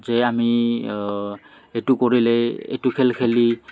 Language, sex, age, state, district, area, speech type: Assamese, male, 30-45, Assam, Morigaon, rural, spontaneous